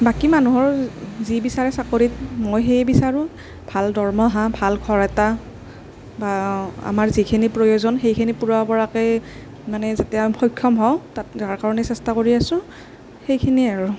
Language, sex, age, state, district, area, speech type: Assamese, female, 18-30, Assam, Nagaon, rural, spontaneous